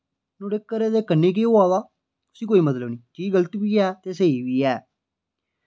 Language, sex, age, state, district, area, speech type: Dogri, male, 18-30, Jammu and Kashmir, Reasi, rural, spontaneous